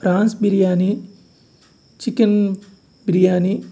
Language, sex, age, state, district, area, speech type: Telugu, male, 45-60, Andhra Pradesh, Guntur, urban, spontaneous